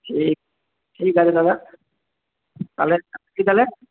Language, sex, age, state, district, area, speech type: Bengali, male, 30-45, West Bengal, Purba Bardhaman, urban, conversation